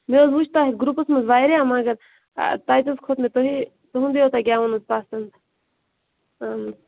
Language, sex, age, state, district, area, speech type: Kashmiri, female, 18-30, Jammu and Kashmir, Bandipora, rural, conversation